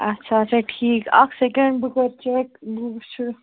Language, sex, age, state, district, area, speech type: Kashmiri, male, 18-30, Jammu and Kashmir, Budgam, rural, conversation